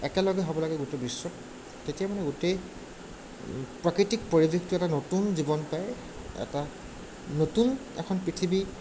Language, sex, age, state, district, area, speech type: Assamese, male, 45-60, Assam, Morigaon, rural, spontaneous